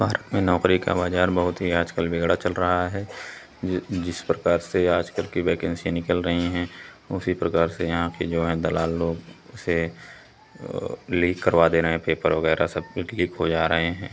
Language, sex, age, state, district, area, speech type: Hindi, male, 18-30, Uttar Pradesh, Pratapgarh, rural, spontaneous